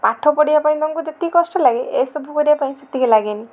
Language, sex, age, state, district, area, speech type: Odia, female, 18-30, Odisha, Balasore, rural, spontaneous